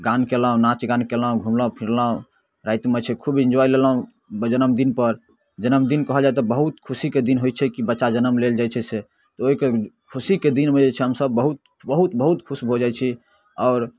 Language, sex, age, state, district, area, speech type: Maithili, male, 18-30, Bihar, Darbhanga, rural, spontaneous